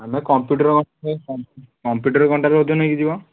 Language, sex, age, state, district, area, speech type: Odia, male, 18-30, Odisha, Kalahandi, rural, conversation